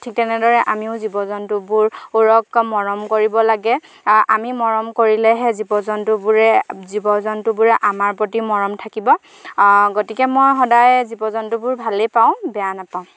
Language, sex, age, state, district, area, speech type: Assamese, female, 18-30, Assam, Dhemaji, rural, spontaneous